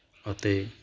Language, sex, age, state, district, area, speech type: Punjabi, male, 45-60, Punjab, Hoshiarpur, urban, spontaneous